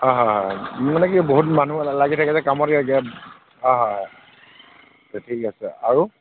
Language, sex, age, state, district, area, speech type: Assamese, male, 45-60, Assam, Nagaon, rural, conversation